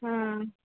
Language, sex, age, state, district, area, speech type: Sanskrit, female, 18-30, Karnataka, Dharwad, urban, conversation